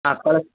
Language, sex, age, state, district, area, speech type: Kannada, male, 18-30, Karnataka, Davanagere, rural, conversation